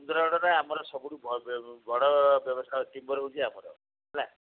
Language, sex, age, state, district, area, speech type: Odia, female, 60+, Odisha, Sundergarh, rural, conversation